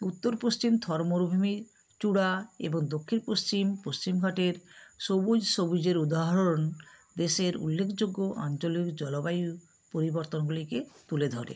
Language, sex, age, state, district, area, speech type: Bengali, female, 60+, West Bengal, Nadia, rural, spontaneous